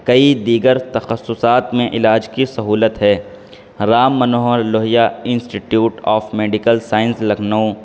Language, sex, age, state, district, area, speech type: Urdu, male, 18-30, Uttar Pradesh, Saharanpur, urban, spontaneous